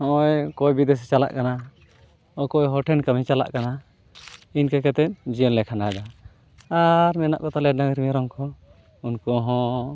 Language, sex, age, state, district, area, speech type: Santali, male, 30-45, West Bengal, Purulia, rural, spontaneous